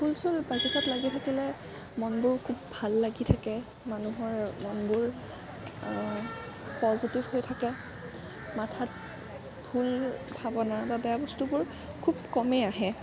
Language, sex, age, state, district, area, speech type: Assamese, female, 18-30, Assam, Kamrup Metropolitan, urban, spontaneous